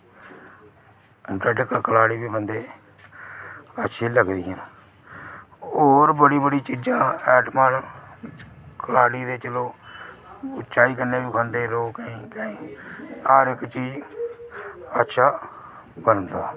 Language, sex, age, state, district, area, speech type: Dogri, male, 18-30, Jammu and Kashmir, Reasi, rural, spontaneous